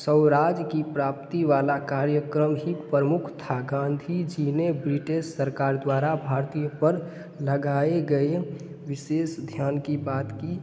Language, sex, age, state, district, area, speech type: Hindi, male, 18-30, Bihar, Darbhanga, rural, spontaneous